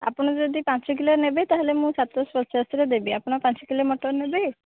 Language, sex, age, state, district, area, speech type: Odia, female, 18-30, Odisha, Puri, urban, conversation